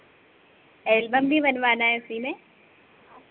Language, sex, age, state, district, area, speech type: Hindi, female, 18-30, Madhya Pradesh, Harda, urban, conversation